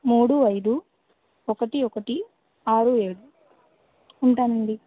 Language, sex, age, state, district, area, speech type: Telugu, female, 60+, Andhra Pradesh, West Godavari, rural, conversation